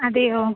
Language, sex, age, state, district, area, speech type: Malayalam, female, 30-45, Kerala, Thiruvananthapuram, rural, conversation